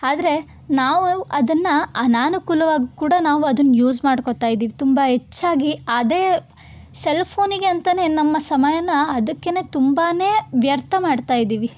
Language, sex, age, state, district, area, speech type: Kannada, female, 18-30, Karnataka, Chitradurga, urban, spontaneous